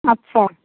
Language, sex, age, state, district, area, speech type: Bengali, female, 30-45, West Bengal, Paschim Medinipur, rural, conversation